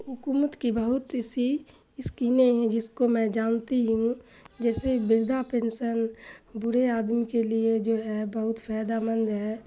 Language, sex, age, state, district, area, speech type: Urdu, female, 60+, Bihar, Khagaria, rural, spontaneous